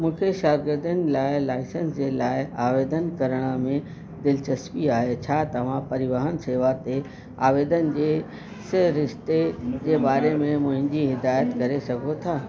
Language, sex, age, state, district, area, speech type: Sindhi, female, 60+, Uttar Pradesh, Lucknow, urban, read